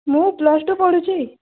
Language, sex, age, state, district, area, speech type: Odia, female, 18-30, Odisha, Kalahandi, rural, conversation